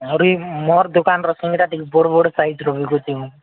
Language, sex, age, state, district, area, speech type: Odia, male, 30-45, Odisha, Koraput, urban, conversation